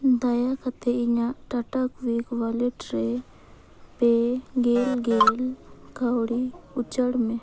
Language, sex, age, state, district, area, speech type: Santali, female, 18-30, Jharkhand, Bokaro, rural, read